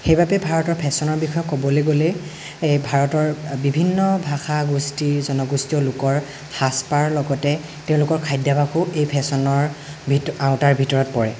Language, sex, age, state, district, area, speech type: Assamese, male, 18-30, Assam, Lakhimpur, rural, spontaneous